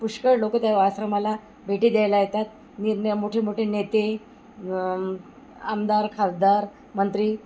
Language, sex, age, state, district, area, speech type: Marathi, female, 60+, Maharashtra, Wardha, urban, spontaneous